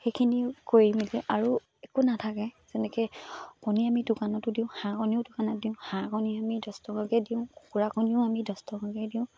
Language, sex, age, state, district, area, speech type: Assamese, female, 18-30, Assam, Charaideo, rural, spontaneous